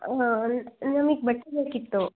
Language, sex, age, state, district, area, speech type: Kannada, female, 18-30, Karnataka, Tumkur, urban, conversation